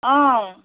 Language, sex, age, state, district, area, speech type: Assamese, female, 45-60, Assam, Morigaon, rural, conversation